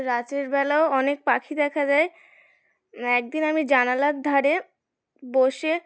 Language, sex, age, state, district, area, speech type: Bengali, female, 18-30, West Bengal, Uttar Dinajpur, urban, spontaneous